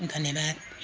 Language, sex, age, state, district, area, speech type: Nepali, male, 30-45, West Bengal, Darjeeling, rural, spontaneous